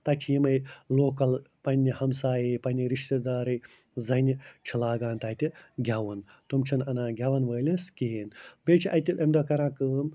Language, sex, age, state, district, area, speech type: Kashmiri, male, 45-60, Jammu and Kashmir, Ganderbal, urban, spontaneous